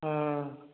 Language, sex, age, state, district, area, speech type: Odia, male, 18-30, Odisha, Boudh, rural, conversation